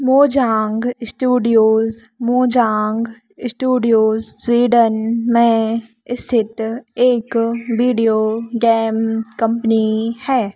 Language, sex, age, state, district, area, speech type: Hindi, female, 18-30, Madhya Pradesh, Narsinghpur, urban, read